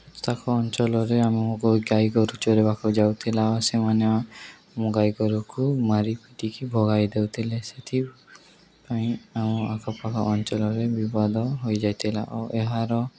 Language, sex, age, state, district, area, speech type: Odia, male, 18-30, Odisha, Nuapada, urban, spontaneous